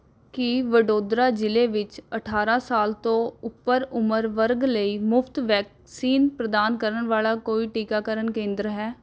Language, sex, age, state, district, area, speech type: Punjabi, female, 18-30, Punjab, Rupnagar, urban, read